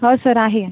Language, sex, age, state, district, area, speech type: Marathi, female, 30-45, Maharashtra, Akola, rural, conversation